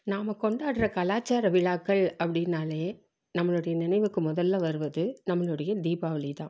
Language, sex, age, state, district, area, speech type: Tamil, female, 45-60, Tamil Nadu, Salem, rural, spontaneous